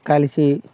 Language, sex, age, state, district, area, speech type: Telugu, male, 18-30, Telangana, Mancherial, rural, spontaneous